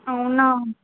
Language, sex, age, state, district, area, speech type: Telugu, female, 30-45, Andhra Pradesh, N T Rama Rao, urban, conversation